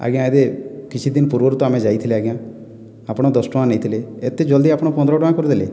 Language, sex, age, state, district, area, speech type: Odia, male, 18-30, Odisha, Boudh, rural, spontaneous